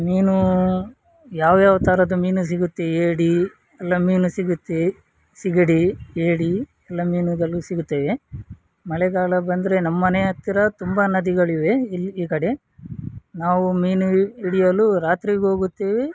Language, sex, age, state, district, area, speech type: Kannada, male, 30-45, Karnataka, Udupi, rural, spontaneous